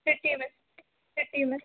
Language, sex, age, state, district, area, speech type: Hindi, female, 18-30, Madhya Pradesh, Narsinghpur, rural, conversation